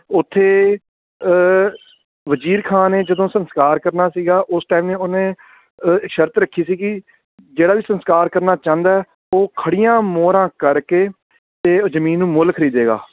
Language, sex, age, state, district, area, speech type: Punjabi, male, 30-45, Punjab, Fatehgarh Sahib, urban, conversation